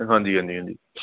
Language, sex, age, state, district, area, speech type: Punjabi, male, 18-30, Punjab, Patiala, urban, conversation